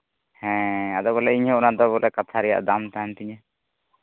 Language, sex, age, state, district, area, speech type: Santali, male, 18-30, Jharkhand, Pakur, rural, conversation